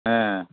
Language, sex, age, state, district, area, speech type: Tamil, male, 60+, Tamil Nadu, Coimbatore, rural, conversation